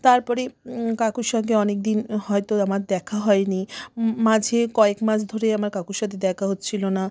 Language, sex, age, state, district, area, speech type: Bengali, female, 30-45, West Bengal, South 24 Parganas, rural, spontaneous